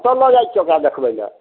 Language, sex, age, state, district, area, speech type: Maithili, male, 60+, Bihar, Samastipur, rural, conversation